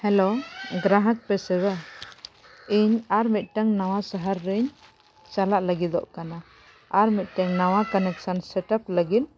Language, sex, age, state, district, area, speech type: Santali, female, 45-60, Jharkhand, Bokaro, rural, spontaneous